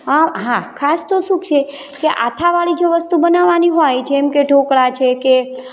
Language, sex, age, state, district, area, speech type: Gujarati, female, 30-45, Gujarat, Morbi, urban, spontaneous